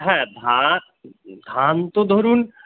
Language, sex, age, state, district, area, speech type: Bengali, male, 60+, West Bengal, Purba Bardhaman, rural, conversation